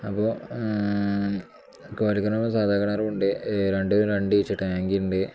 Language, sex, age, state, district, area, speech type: Malayalam, male, 18-30, Kerala, Malappuram, rural, spontaneous